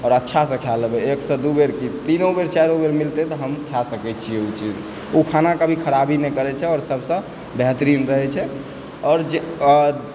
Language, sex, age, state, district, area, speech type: Maithili, male, 18-30, Bihar, Supaul, rural, spontaneous